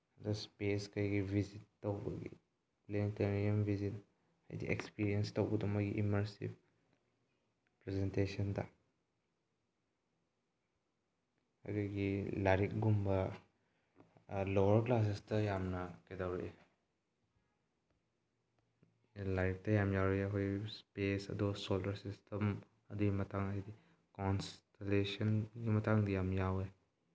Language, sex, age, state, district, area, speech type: Manipuri, male, 18-30, Manipur, Bishnupur, rural, spontaneous